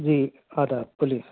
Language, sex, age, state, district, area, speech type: Urdu, male, 45-60, Uttar Pradesh, Ghaziabad, urban, conversation